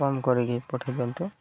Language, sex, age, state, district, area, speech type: Odia, male, 30-45, Odisha, Koraput, urban, spontaneous